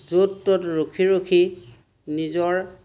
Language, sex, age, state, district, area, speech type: Assamese, male, 30-45, Assam, Majuli, urban, spontaneous